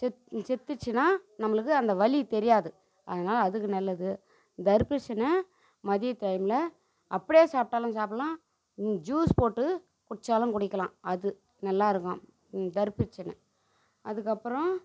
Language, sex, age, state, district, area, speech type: Tamil, female, 45-60, Tamil Nadu, Tiruvannamalai, rural, spontaneous